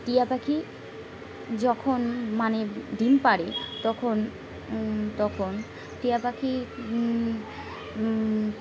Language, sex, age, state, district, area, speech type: Bengali, female, 45-60, West Bengal, Birbhum, urban, spontaneous